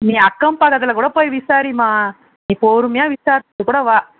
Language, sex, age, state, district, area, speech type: Tamil, female, 18-30, Tamil Nadu, Vellore, urban, conversation